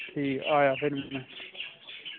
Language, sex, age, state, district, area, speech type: Dogri, male, 18-30, Jammu and Kashmir, Kathua, rural, conversation